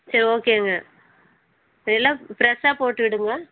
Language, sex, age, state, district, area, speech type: Tamil, female, 30-45, Tamil Nadu, Erode, rural, conversation